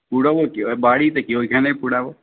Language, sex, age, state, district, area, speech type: Bengali, male, 18-30, West Bengal, Purulia, urban, conversation